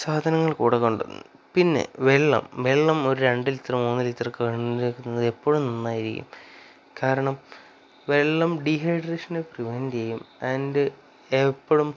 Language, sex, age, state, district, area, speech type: Malayalam, male, 18-30, Kerala, Wayanad, rural, spontaneous